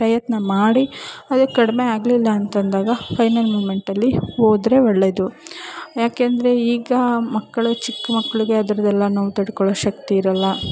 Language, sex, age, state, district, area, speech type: Kannada, female, 30-45, Karnataka, Chamarajanagar, rural, spontaneous